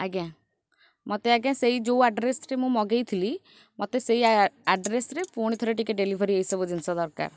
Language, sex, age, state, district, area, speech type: Odia, female, 18-30, Odisha, Kendrapara, urban, spontaneous